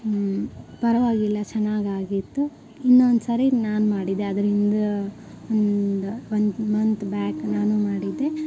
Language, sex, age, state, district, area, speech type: Kannada, female, 18-30, Karnataka, Koppal, urban, spontaneous